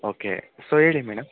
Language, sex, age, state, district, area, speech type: Kannada, male, 18-30, Karnataka, Kodagu, rural, conversation